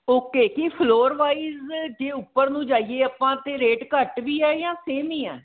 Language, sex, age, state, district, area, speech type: Punjabi, female, 45-60, Punjab, Mohali, urban, conversation